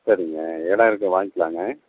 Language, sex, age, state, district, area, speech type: Tamil, male, 45-60, Tamil Nadu, Perambalur, urban, conversation